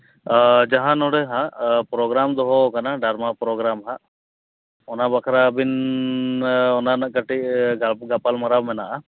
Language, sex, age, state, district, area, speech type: Santali, male, 30-45, Jharkhand, East Singhbhum, rural, conversation